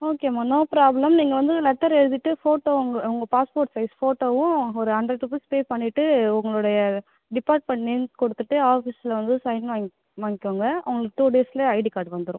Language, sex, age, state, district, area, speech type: Tamil, female, 18-30, Tamil Nadu, Cuddalore, rural, conversation